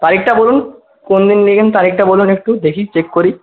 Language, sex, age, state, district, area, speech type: Bengali, male, 18-30, West Bengal, Jhargram, rural, conversation